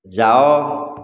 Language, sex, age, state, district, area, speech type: Odia, male, 45-60, Odisha, Khordha, rural, read